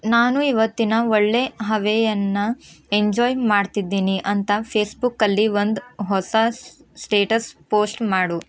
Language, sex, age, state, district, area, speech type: Kannada, female, 18-30, Karnataka, Bidar, urban, read